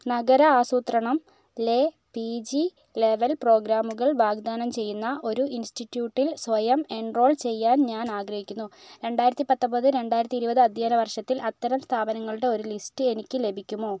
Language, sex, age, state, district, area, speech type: Malayalam, female, 18-30, Kerala, Kozhikode, urban, read